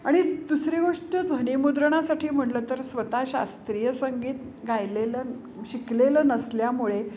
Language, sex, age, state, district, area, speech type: Marathi, female, 60+, Maharashtra, Pune, urban, spontaneous